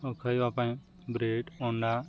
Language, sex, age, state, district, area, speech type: Odia, male, 30-45, Odisha, Nuapada, urban, spontaneous